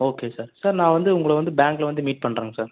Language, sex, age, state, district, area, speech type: Tamil, male, 30-45, Tamil Nadu, Erode, rural, conversation